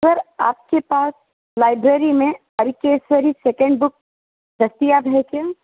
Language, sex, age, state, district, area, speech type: Urdu, female, 18-30, Telangana, Hyderabad, urban, conversation